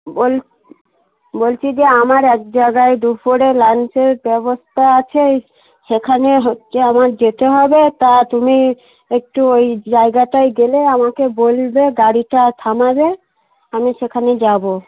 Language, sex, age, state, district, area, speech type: Bengali, female, 30-45, West Bengal, Darjeeling, urban, conversation